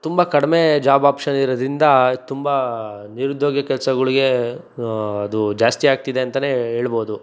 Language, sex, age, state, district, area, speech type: Kannada, male, 30-45, Karnataka, Chikkaballapur, urban, spontaneous